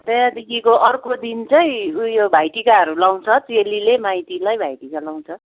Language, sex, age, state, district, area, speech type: Nepali, female, 45-60, West Bengal, Kalimpong, rural, conversation